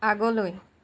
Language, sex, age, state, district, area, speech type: Assamese, female, 60+, Assam, Dhemaji, rural, read